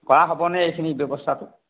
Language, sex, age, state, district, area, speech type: Assamese, male, 60+, Assam, Charaideo, urban, conversation